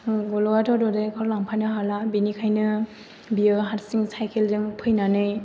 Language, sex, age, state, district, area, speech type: Bodo, female, 18-30, Assam, Chirang, rural, spontaneous